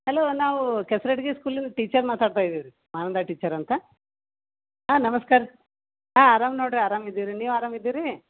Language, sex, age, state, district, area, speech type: Kannada, female, 30-45, Karnataka, Gulbarga, urban, conversation